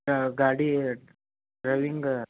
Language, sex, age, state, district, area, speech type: Kannada, male, 18-30, Karnataka, Gadag, urban, conversation